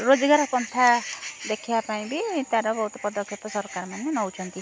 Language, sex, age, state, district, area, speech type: Odia, female, 30-45, Odisha, Kendrapara, urban, spontaneous